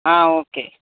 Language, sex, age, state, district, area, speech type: Telugu, female, 18-30, Andhra Pradesh, Guntur, urban, conversation